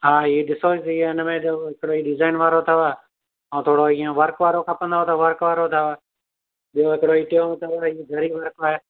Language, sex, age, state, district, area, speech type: Sindhi, male, 30-45, Gujarat, Surat, urban, conversation